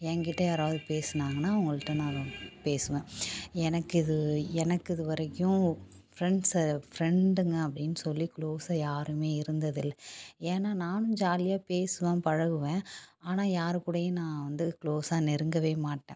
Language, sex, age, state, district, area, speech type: Tamil, female, 30-45, Tamil Nadu, Mayiladuthurai, urban, spontaneous